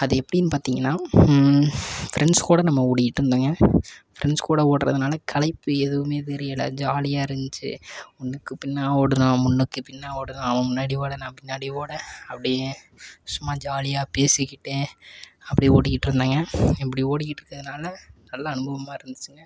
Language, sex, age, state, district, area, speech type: Tamil, male, 18-30, Tamil Nadu, Tiruppur, rural, spontaneous